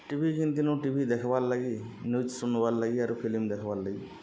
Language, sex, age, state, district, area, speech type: Odia, male, 30-45, Odisha, Subarnapur, urban, spontaneous